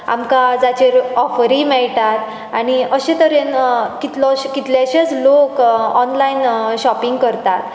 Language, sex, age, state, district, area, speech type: Goan Konkani, female, 18-30, Goa, Bardez, rural, spontaneous